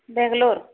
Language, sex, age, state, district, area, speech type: Odia, female, 45-60, Odisha, Sambalpur, rural, conversation